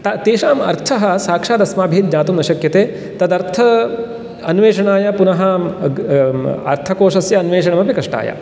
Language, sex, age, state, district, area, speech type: Sanskrit, male, 30-45, Karnataka, Uttara Kannada, rural, spontaneous